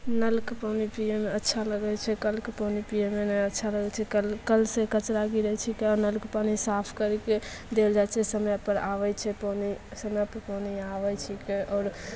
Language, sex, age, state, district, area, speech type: Maithili, female, 18-30, Bihar, Begusarai, rural, spontaneous